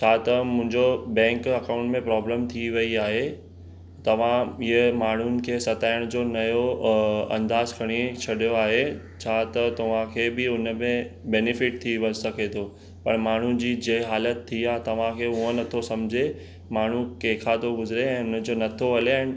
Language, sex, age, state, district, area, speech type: Sindhi, male, 18-30, Maharashtra, Mumbai Suburban, urban, spontaneous